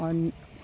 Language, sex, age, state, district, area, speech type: Assamese, female, 60+, Assam, Goalpara, urban, spontaneous